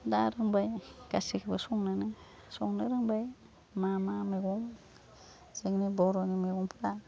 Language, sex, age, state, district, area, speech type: Bodo, female, 45-60, Assam, Udalguri, rural, spontaneous